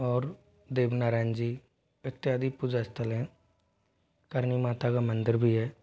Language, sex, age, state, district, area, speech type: Hindi, male, 18-30, Rajasthan, Jodhpur, rural, spontaneous